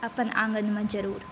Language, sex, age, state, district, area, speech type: Maithili, female, 18-30, Bihar, Saharsa, rural, spontaneous